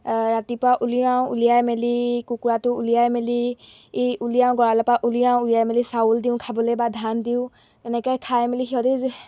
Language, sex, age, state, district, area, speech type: Assamese, female, 18-30, Assam, Golaghat, rural, spontaneous